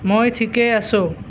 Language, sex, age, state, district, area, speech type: Assamese, male, 30-45, Assam, Nalbari, rural, read